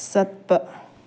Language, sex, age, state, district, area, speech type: Manipuri, female, 30-45, Manipur, Bishnupur, rural, read